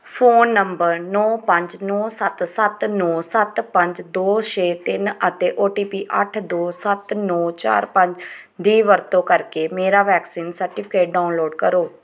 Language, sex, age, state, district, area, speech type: Punjabi, female, 30-45, Punjab, Pathankot, rural, read